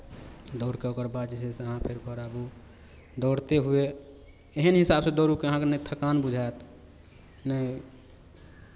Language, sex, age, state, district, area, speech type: Maithili, male, 45-60, Bihar, Madhepura, rural, spontaneous